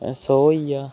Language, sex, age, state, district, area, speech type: Dogri, male, 18-30, Jammu and Kashmir, Udhampur, rural, spontaneous